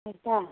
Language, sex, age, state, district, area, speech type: Kannada, female, 60+, Karnataka, Kodagu, rural, conversation